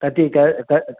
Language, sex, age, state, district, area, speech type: Sanskrit, male, 60+, Karnataka, Bangalore Urban, urban, conversation